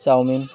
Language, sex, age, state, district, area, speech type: Bengali, male, 45-60, West Bengal, Birbhum, urban, spontaneous